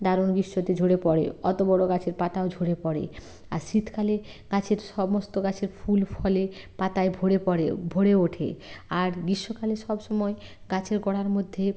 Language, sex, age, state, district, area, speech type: Bengali, female, 45-60, West Bengal, Bankura, urban, spontaneous